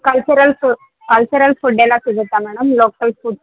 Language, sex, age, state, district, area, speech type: Kannada, female, 18-30, Karnataka, Vijayanagara, rural, conversation